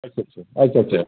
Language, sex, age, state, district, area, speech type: Kashmiri, male, 45-60, Jammu and Kashmir, Bandipora, rural, conversation